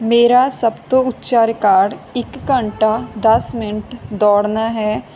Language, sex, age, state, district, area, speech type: Punjabi, female, 30-45, Punjab, Barnala, rural, spontaneous